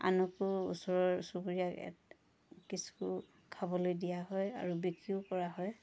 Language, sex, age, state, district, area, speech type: Assamese, female, 30-45, Assam, Tinsukia, urban, spontaneous